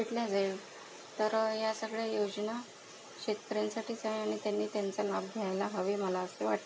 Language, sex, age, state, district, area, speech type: Marathi, female, 18-30, Maharashtra, Akola, rural, spontaneous